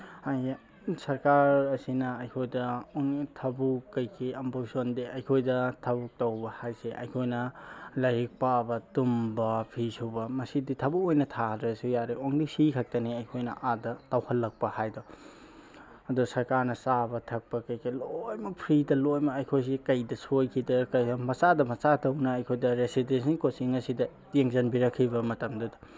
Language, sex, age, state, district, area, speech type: Manipuri, male, 18-30, Manipur, Tengnoupal, urban, spontaneous